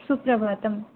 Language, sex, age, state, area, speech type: Sanskrit, female, 18-30, Tripura, rural, conversation